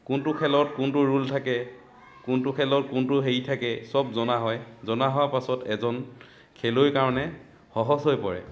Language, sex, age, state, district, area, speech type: Assamese, male, 30-45, Assam, Dhemaji, rural, spontaneous